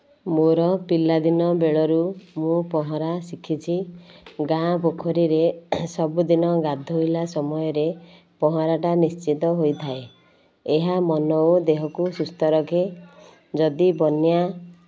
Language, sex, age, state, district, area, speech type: Odia, female, 30-45, Odisha, Nayagarh, rural, spontaneous